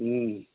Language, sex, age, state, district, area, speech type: Tamil, male, 45-60, Tamil Nadu, Krishnagiri, rural, conversation